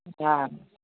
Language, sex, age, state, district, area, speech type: Sindhi, female, 45-60, Uttar Pradesh, Lucknow, urban, conversation